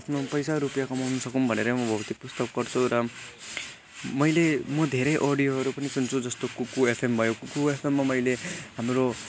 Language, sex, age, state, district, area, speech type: Nepali, male, 18-30, West Bengal, Jalpaiguri, rural, spontaneous